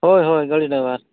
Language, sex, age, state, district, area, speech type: Santali, male, 30-45, Jharkhand, East Singhbhum, rural, conversation